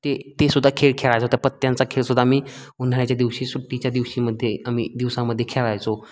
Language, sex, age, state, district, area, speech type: Marathi, male, 18-30, Maharashtra, Satara, rural, spontaneous